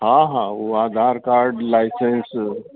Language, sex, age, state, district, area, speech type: Sindhi, male, 60+, Uttar Pradesh, Lucknow, rural, conversation